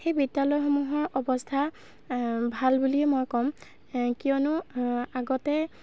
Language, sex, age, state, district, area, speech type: Assamese, female, 18-30, Assam, Golaghat, urban, spontaneous